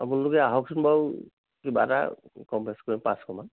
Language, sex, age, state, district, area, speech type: Assamese, male, 45-60, Assam, Dhemaji, rural, conversation